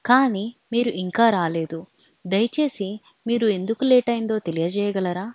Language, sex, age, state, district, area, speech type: Telugu, female, 18-30, Andhra Pradesh, Alluri Sitarama Raju, urban, spontaneous